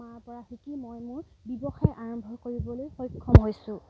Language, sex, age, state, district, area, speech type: Assamese, female, 45-60, Assam, Dibrugarh, rural, spontaneous